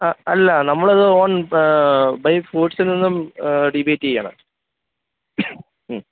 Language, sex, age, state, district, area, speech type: Malayalam, male, 30-45, Kerala, Idukki, rural, conversation